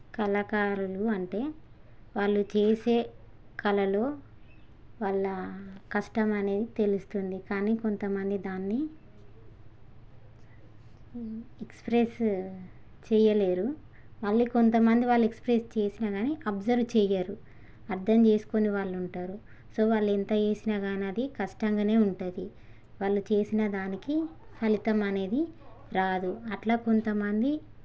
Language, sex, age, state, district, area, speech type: Telugu, female, 30-45, Telangana, Hanamkonda, rural, spontaneous